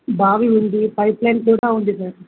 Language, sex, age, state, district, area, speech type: Telugu, male, 18-30, Telangana, Jangaon, rural, conversation